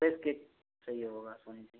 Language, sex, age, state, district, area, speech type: Hindi, male, 18-30, Uttar Pradesh, Sonbhadra, rural, conversation